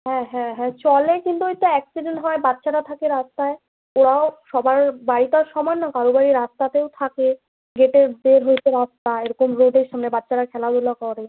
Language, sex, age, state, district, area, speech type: Bengali, female, 18-30, West Bengal, Alipurduar, rural, conversation